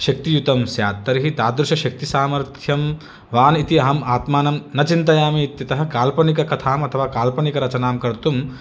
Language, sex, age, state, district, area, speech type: Sanskrit, male, 30-45, Andhra Pradesh, Chittoor, urban, spontaneous